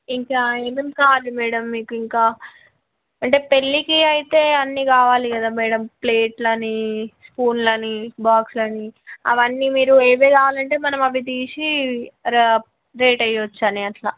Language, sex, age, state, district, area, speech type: Telugu, female, 18-30, Telangana, Peddapalli, rural, conversation